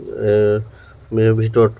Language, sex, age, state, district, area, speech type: Assamese, male, 60+, Assam, Tinsukia, rural, spontaneous